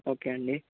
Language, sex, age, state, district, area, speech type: Telugu, male, 30-45, Andhra Pradesh, Chittoor, rural, conversation